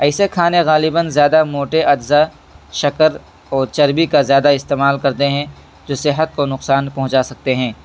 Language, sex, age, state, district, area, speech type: Urdu, male, 18-30, Delhi, East Delhi, urban, spontaneous